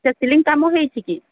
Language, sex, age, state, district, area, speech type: Odia, female, 45-60, Odisha, Sundergarh, rural, conversation